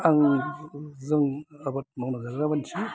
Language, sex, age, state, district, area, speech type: Bodo, male, 45-60, Assam, Kokrajhar, rural, spontaneous